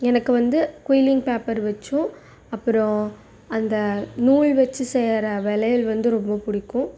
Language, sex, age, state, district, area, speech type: Tamil, female, 18-30, Tamil Nadu, Coimbatore, rural, spontaneous